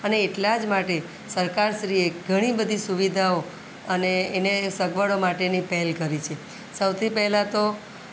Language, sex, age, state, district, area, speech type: Gujarati, female, 45-60, Gujarat, Surat, urban, spontaneous